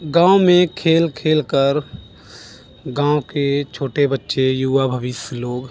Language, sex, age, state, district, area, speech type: Hindi, male, 18-30, Uttar Pradesh, Bhadohi, rural, spontaneous